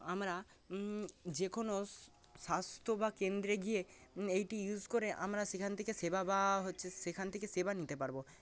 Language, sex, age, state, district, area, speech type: Bengali, male, 30-45, West Bengal, Paschim Medinipur, rural, spontaneous